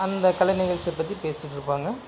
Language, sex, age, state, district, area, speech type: Tamil, male, 45-60, Tamil Nadu, Dharmapuri, rural, spontaneous